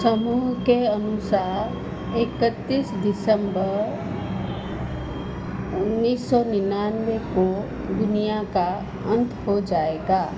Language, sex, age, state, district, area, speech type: Hindi, female, 45-60, Madhya Pradesh, Chhindwara, rural, read